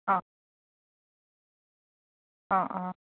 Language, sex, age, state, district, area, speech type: Assamese, female, 30-45, Assam, Dhemaji, rural, conversation